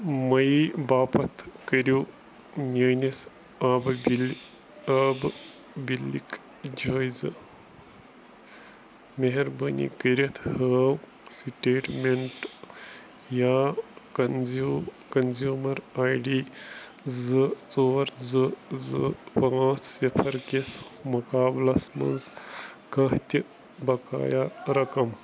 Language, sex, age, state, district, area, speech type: Kashmiri, male, 30-45, Jammu and Kashmir, Bandipora, rural, read